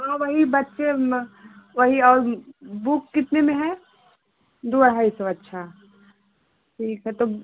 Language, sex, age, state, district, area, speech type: Hindi, female, 18-30, Uttar Pradesh, Chandauli, rural, conversation